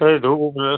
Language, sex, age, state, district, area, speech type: Hindi, male, 45-60, Uttar Pradesh, Ghazipur, rural, conversation